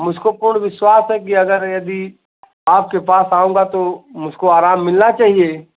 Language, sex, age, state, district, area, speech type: Hindi, male, 45-60, Uttar Pradesh, Azamgarh, rural, conversation